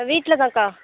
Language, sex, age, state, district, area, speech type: Tamil, female, 18-30, Tamil Nadu, Nagapattinam, rural, conversation